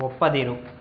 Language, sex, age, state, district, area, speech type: Kannada, male, 18-30, Karnataka, Chikkaballapur, urban, read